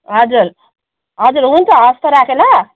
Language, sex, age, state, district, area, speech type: Nepali, female, 45-60, West Bengal, Jalpaiguri, rural, conversation